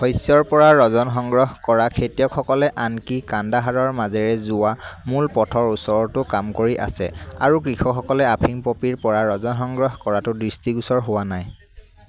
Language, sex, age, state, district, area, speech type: Assamese, male, 18-30, Assam, Dibrugarh, rural, read